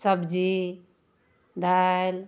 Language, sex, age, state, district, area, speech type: Maithili, female, 30-45, Bihar, Darbhanga, rural, spontaneous